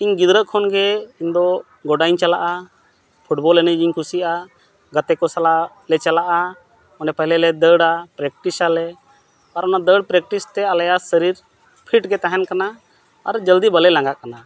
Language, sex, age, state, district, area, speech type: Santali, male, 45-60, Jharkhand, Bokaro, rural, spontaneous